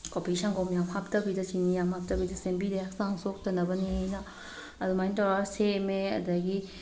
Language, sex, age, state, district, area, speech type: Manipuri, female, 30-45, Manipur, Tengnoupal, rural, spontaneous